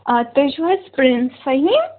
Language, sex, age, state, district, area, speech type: Kashmiri, female, 18-30, Jammu and Kashmir, Kulgam, urban, conversation